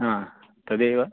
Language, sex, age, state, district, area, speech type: Sanskrit, male, 18-30, Karnataka, Chikkamagaluru, rural, conversation